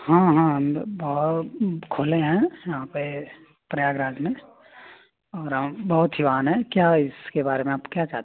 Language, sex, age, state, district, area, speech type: Hindi, male, 18-30, Uttar Pradesh, Azamgarh, rural, conversation